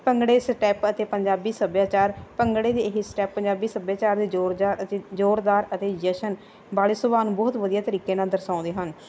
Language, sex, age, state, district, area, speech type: Punjabi, female, 45-60, Punjab, Barnala, rural, spontaneous